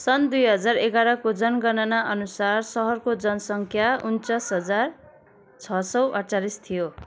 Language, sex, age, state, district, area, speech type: Nepali, female, 30-45, West Bengal, Kalimpong, rural, read